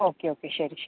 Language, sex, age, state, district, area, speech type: Malayalam, female, 18-30, Kerala, Thrissur, urban, conversation